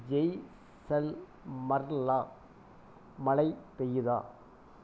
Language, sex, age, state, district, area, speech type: Tamil, male, 60+, Tamil Nadu, Erode, rural, read